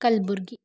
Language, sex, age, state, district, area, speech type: Kannada, female, 18-30, Karnataka, Shimoga, rural, spontaneous